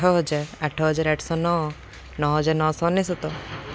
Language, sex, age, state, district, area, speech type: Odia, male, 18-30, Odisha, Jagatsinghpur, rural, spontaneous